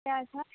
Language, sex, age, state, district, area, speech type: Kashmiri, female, 18-30, Jammu and Kashmir, Kulgam, rural, conversation